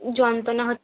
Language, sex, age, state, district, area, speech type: Bengali, female, 18-30, West Bengal, Cooch Behar, urban, conversation